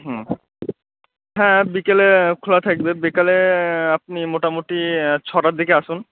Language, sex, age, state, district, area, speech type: Bengali, male, 18-30, West Bengal, Murshidabad, urban, conversation